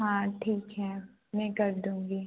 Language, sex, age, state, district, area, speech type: Hindi, female, 18-30, Madhya Pradesh, Betul, urban, conversation